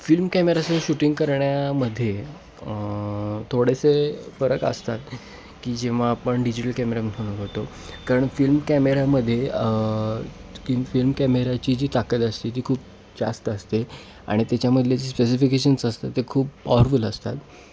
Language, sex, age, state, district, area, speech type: Marathi, male, 18-30, Maharashtra, Kolhapur, urban, spontaneous